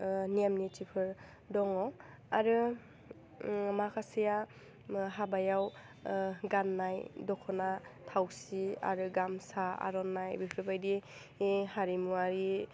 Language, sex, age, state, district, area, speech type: Bodo, female, 18-30, Assam, Udalguri, rural, spontaneous